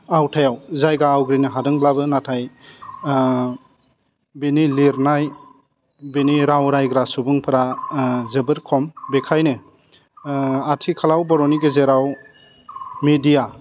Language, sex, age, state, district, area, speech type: Bodo, male, 30-45, Assam, Udalguri, urban, spontaneous